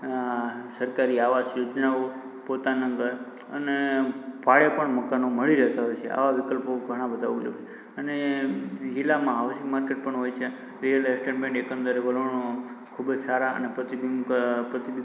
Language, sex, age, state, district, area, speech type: Gujarati, male, 18-30, Gujarat, Morbi, rural, spontaneous